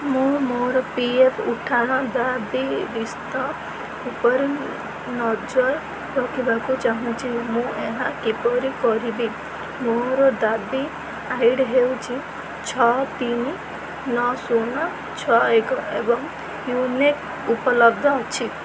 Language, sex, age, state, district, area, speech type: Odia, female, 18-30, Odisha, Sundergarh, urban, read